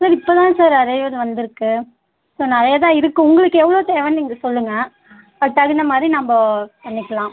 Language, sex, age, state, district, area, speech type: Tamil, female, 18-30, Tamil Nadu, Tirupattur, rural, conversation